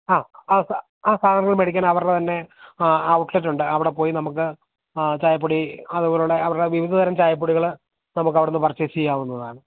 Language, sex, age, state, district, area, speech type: Malayalam, male, 30-45, Kerala, Idukki, rural, conversation